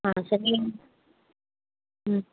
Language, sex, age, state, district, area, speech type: Tamil, female, 45-60, Tamil Nadu, Kanchipuram, urban, conversation